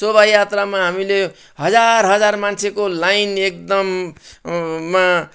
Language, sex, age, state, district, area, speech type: Nepali, male, 60+, West Bengal, Kalimpong, rural, spontaneous